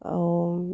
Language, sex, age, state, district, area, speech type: Odia, female, 30-45, Odisha, Kendrapara, urban, spontaneous